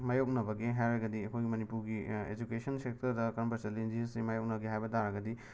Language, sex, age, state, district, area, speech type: Manipuri, male, 18-30, Manipur, Imphal West, urban, spontaneous